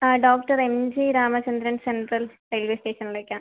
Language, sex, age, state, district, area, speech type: Malayalam, female, 18-30, Kerala, Thiruvananthapuram, urban, conversation